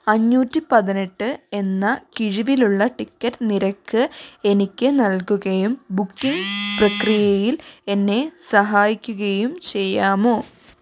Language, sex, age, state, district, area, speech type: Malayalam, female, 45-60, Kerala, Wayanad, rural, read